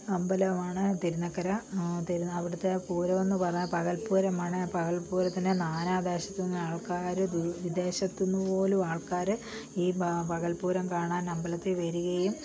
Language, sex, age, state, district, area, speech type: Malayalam, female, 45-60, Kerala, Kottayam, rural, spontaneous